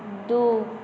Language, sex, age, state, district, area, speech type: Maithili, female, 18-30, Bihar, Saharsa, rural, read